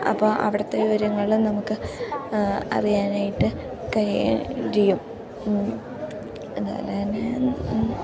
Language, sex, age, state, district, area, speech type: Malayalam, female, 18-30, Kerala, Idukki, rural, spontaneous